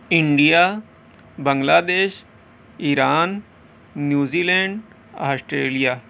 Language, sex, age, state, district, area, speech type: Urdu, male, 30-45, Uttar Pradesh, Balrampur, rural, spontaneous